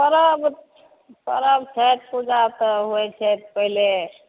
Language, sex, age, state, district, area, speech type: Maithili, female, 45-60, Bihar, Begusarai, rural, conversation